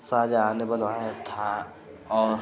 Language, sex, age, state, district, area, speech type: Hindi, male, 18-30, Uttar Pradesh, Ghazipur, urban, spontaneous